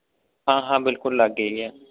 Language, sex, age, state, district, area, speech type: Dogri, male, 18-30, Jammu and Kashmir, Samba, rural, conversation